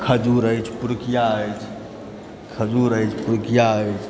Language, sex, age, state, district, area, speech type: Maithili, male, 18-30, Bihar, Supaul, rural, spontaneous